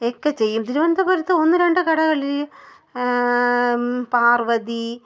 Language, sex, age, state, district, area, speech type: Malayalam, female, 30-45, Kerala, Thiruvananthapuram, rural, spontaneous